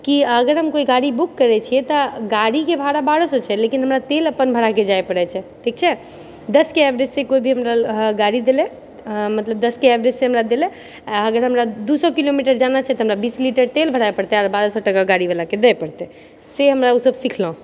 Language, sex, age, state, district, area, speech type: Maithili, female, 30-45, Bihar, Purnia, rural, spontaneous